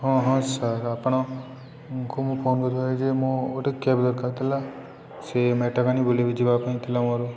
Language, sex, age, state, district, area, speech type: Odia, male, 18-30, Odisha, Subarnapur, urban, spontaneous